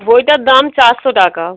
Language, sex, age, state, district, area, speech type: Bengali, female, 45-60, West Bengal, North 24 Parganas, urban, conversation